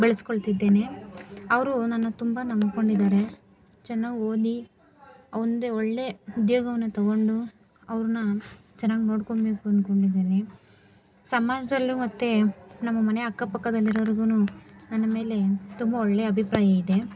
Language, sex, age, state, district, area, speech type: Kannada, female, 18-30, Karnataka, Chikkaballapur, rural, spontaneous